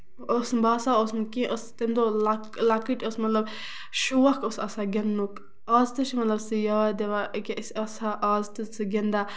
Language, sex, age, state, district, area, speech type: Kashmiri, female, 30-45, Jammu and Kashmir, Bandipora, rural, spontaneous